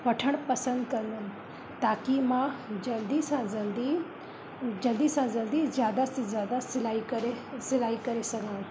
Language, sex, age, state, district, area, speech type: Sindhi, female, 30-45, Madhya Pradesh, Katni, urban, spontaneous